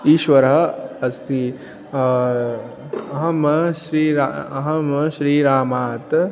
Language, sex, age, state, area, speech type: Sanskrit, male, 18-30, Chhattisgarh, urban, spontaneous